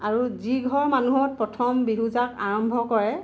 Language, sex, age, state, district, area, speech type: Assamese, female, 45-60, Assam, Lakhimpur, rural, spontaneous